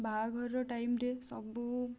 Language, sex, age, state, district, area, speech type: Odia, female, 18-30, Odisha, Kendujhar, urban, spontaneous